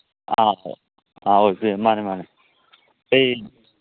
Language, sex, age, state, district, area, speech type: Manipuri, male, 18-30, Manipur, Churachandpur, rural, conversation